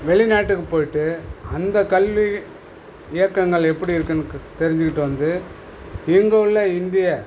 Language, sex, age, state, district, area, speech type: Tamil, male, 60+, Tamil Nadu, Cuddalore, urban, spontaneous